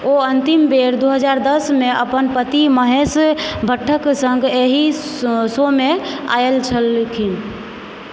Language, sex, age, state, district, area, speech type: Maithili, female, 45-60, Bihar, Supaul, urban, read